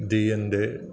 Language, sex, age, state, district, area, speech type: Sanskrit, male, 30-45, Kerala, Ernakulam, rural, spontaneous